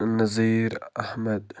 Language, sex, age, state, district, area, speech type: Kashmiri, male, 30-45, Jammu and Kashmir, Budgam, rural, spontaneous